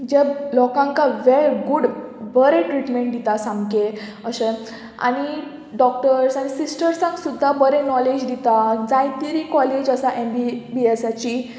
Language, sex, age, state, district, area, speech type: Goan Konkani, female, 18-30, Goa, Murmgao, urban, spontaneous